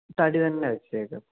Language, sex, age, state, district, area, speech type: Malayalam, male, 18-30, Kerala, Idukki, rural, conversation